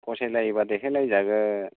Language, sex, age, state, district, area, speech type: Bodo, male, 45-60, Assam, Kokrajhar, rural, conversation